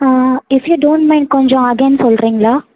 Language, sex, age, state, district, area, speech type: Tamil, female, 18-30, Tamil Nadu, Sivaganga, rural, conversation